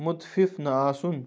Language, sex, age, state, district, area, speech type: Kashmiri, male, 30-45, Jammu and Kashmir, Kupwara, rural, read